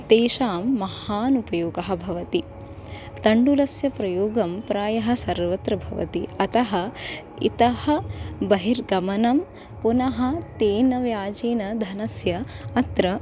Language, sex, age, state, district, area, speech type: Sanskrit, female, 30-45, Maharashtra, Nagpur, urban, spontaneous